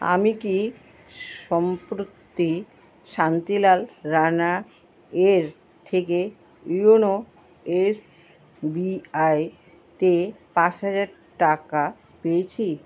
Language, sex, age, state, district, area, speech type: Bengali, female, 45-60, West Bengal, Alipurduar, rural, read